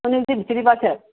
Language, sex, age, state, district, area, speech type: Assamese, female, 60+, Assam, Darrang, rural, conversation